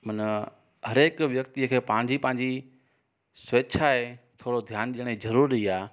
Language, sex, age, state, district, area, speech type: Sindhi, male, 30-45, Gujarat, Junagadh, urban, spontaneous